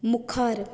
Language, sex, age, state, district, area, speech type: Goan Konkani, female, 30-45, Goa, Canacona, rural, read